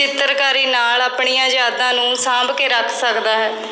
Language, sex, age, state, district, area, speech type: Punjabi, female, 30-45, Punjab, Shaheed Bhagat Singh Nagar, urban, spontaneous